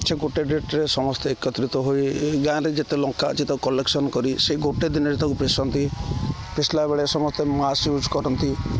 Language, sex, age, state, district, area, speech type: Odia, male, 30-45, Odisha, Jagatsinghpur, rural, spontaneous